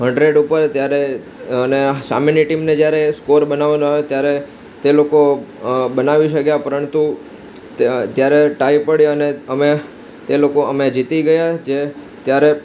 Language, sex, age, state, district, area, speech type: Gujarati, male, 18-30, Gujarat, Ahmedabad, urban, spontaneous